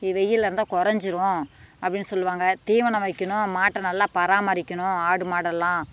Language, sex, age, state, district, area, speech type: Tamil, female, 45-60, Tamil Nadu, Namakkal, rural, spontaneous